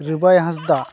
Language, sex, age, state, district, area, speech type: Santali, male, 18-30, West Bengal, Malda, rural, spontaneous